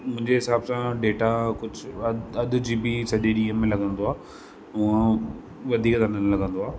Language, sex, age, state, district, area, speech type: Sindhi, male, 30-45, Maharashtra, Thane, urban, spontaneous